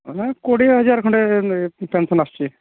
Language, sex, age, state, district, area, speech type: Odia, male, 45-60, Odisha, Boudh, rural, conversation